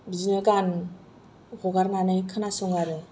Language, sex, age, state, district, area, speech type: Bodo, female, 45-60, Assam, Kokrajhar, rural, spontaneous